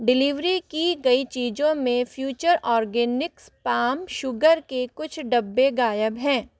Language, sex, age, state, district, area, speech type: Hindi, female, 30-45, Rajasthan, Jaipur, urban, read